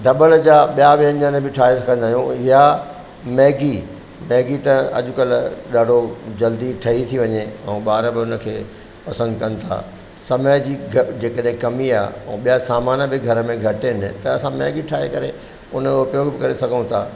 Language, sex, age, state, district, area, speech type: Sindhi, male, 60+, Madhya Pradesh, Katni, rural, spontaneous